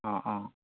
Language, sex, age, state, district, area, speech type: Assamese, male, 18-30, Assam, Charaideo, rural, conversation